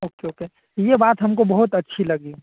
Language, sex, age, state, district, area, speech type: Hindi, male, 18-30, Bihar, Muzaffarpur, urban, conversation